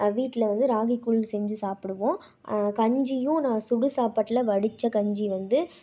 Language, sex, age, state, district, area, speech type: Tamil, female, 18-30, Tamil Nadu, Tiruppur, urban, spontaneous